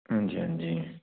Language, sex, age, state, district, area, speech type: Punjabi, male, 18-30, Punjab, Fazilka, rural, conversation